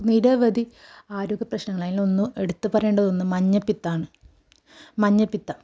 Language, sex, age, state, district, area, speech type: Malayalam, female, 18-30, Kerala, Kasaragod, rural, spontaneous